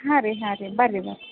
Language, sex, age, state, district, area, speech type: Kannada, female, 30-45, Karnataka, Gadag, rural, conversation